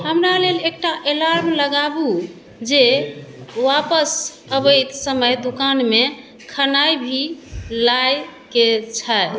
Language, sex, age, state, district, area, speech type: Maithili, female, 30-45, Bihar, Madhubani, urban, read